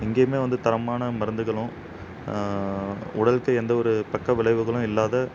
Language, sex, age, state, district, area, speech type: Tamil, male, 18-30, Tamil Nadu, Namakkal, rural, spontaneous